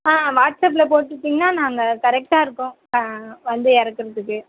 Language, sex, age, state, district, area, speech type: Tamil, female, 18-30, Tamil Nadu, Tiruchirappalli, rural, conversation